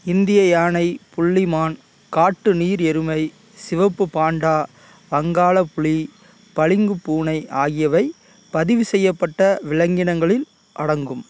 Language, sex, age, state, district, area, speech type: Tamil, male, 30-45, Tamil Nadu, Tiruchirappalli, rural, read